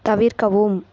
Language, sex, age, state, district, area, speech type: Tamil, female, 18-30, Tamil Nadu, Namakkal, rural, read